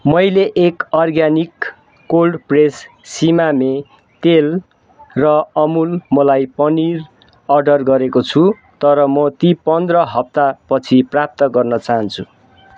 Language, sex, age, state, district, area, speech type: Nepali, male, 30-45, West Bengal, Darjeeling, rural, read